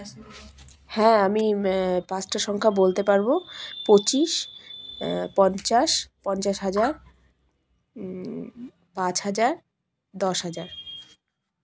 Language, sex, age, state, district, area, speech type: Bengali, female, 30-45, West Bengal, Malda, rural, spontaneous